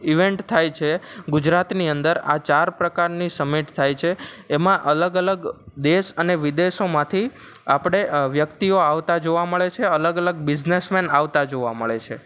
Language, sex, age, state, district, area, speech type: Gujarati, male, 18-30, Gujarat, Ahmedabad, urban, spontaneous